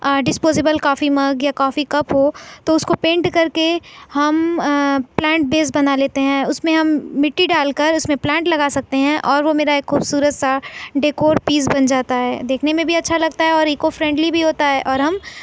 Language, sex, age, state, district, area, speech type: Urdu, female, 18-30, Uttar Pradesh, Mau, urban, spontaneous